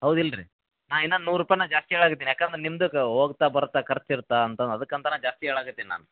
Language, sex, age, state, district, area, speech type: Kannada, male, 18-30, Karnataka, Koppal, rural, conversation